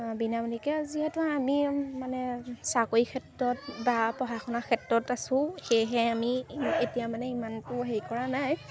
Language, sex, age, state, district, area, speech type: Assamese, female, 18-30, Assam, Majuli, urban, spontaneous